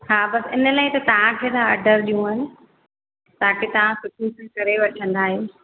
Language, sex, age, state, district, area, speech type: Sindhi, female, 30-45, Madhya Pradesh, Katni, urban, conversation